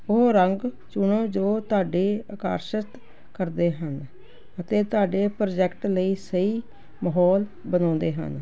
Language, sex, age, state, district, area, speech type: Punjabi, female, 60+, Punjab, Jalandhar, urban, spontaneous